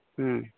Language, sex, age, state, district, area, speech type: Santali, male, 30-45, West Bengal, Birbhum, rural, conversation